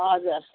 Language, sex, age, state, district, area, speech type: Nepali, female, 45-60, West Bengal, Jalpaiguri, urban, conversation